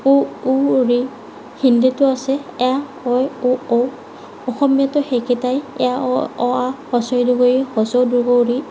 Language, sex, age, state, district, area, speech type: Assamese, female, 18-30, Assam, Morigaon, rural, spontaneous